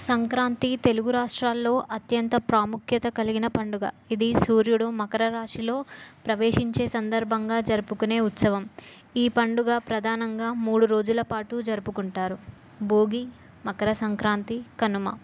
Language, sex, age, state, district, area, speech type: Telugu, female, 18-30, Telangana, Jayashankar, urban, spontaneous